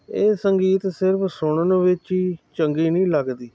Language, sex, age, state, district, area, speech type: Punjabi, male, 45-60, Punjab, Hoshiarpur, urban, spontaneous